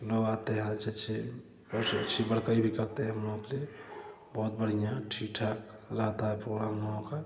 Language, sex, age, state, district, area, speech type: Hindi, male, 30-45, Uttar Pradesh, Prayagraj, rural, spontaneous